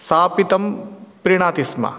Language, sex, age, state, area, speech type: Sanskrit, male, 30-45, Rajasthan, urban, spontaneous